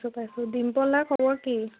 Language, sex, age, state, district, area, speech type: Assamese, female, 18-30, Assam, Lakhimpur, rural, conversation